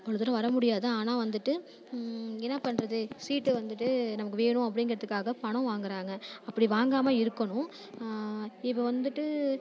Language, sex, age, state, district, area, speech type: Tamil, female, 18-30, Tamil Nadu, Thanjavur, rural, spontaneous